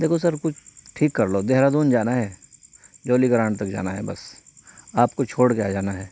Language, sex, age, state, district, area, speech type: Urdu, male, 30-45, Uttar Pradesh, Saharanpur, urban, spontaneous